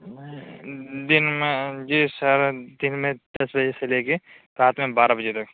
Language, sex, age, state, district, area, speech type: Urdu, male, 30-45, Uttar Pradesh, Lucknow, urban, conversation